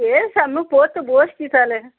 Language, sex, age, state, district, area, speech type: Bengali, female, 60+, West Bengal, Cooch Behar, rural, conversation